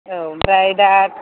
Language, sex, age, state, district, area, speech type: Bodo, female, 45-60, Assam, Kokrajhar, urban, conversation